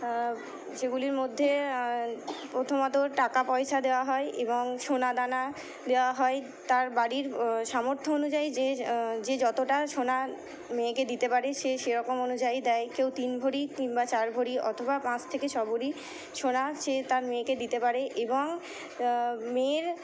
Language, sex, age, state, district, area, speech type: Bengali, female, 60+, West Bengal, Purba Bardhaman, urban, spontaneous